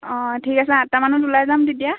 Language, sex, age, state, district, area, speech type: Assamese, female, 18-30, Assam, Lakhimpur, rural, conversation